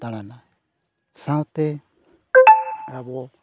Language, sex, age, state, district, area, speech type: Santali, male, 45-60, Odisha, Mayurbhanj, rural, spontaneous